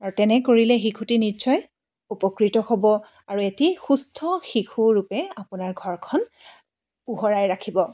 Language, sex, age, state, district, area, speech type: Assamese, female, 45-60, Assam, Dibrugarh, rural, spontaneous